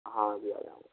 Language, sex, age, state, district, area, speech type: Hindi, male, 45-60, Rajasthan, Karauli, rural, conversation